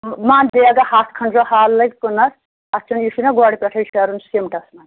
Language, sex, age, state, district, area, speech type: Kashmiri, female, 60+, Jammu and Kashmir, Anantnag, rural, conversation